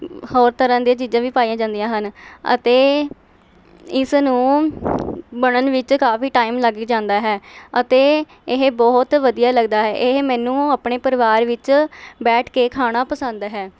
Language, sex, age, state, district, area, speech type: Punjabi, female, 18-30, Punjab, Mohali, urban, spontaneous